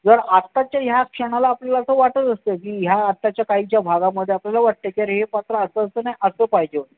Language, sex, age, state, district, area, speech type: Marathi, male, 45-60, Maharashtra, Raigad, urban, conversation